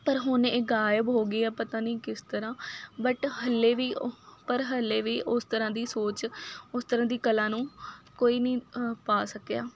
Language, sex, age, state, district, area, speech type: Punjabi, female, 18-30, Punjab, Faridkot, urban, spontaneous